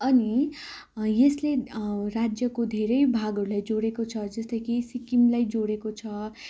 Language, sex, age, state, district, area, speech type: Nepali, female, 18-30, West Bengal, Darjeeling, rural, spontaneous